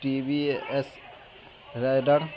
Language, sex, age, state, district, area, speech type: Urdu, male, 18-30, Bihar, Madhubani, rural, spontaneous